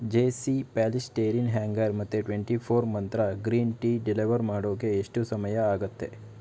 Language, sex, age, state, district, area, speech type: Kannada, male, 18-30, Karnataka, Tumkur, rural, read